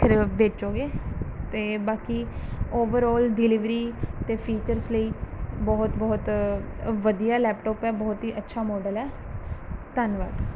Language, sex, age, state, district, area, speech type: Punjabi, female, 18-30, Punjab, Mohali, rural, spontaneous